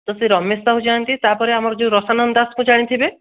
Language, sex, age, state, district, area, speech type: Odia, male, 18-30, Odisha, Dhenkanal, rural, conversation